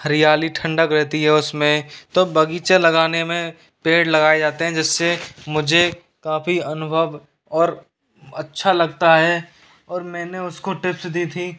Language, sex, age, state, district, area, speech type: Hindi, male, 30-45, Rajasthan, Jaipur, urban, spontaneous